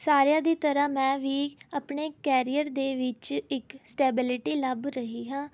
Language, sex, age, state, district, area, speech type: Punjabi, female, 18-30, Punjab, Rupnagar, urban, spontaneous